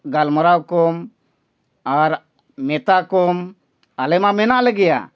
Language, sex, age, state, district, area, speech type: Santali, male, 45-60, Jharkhand, Bokaro, rural, spontaneous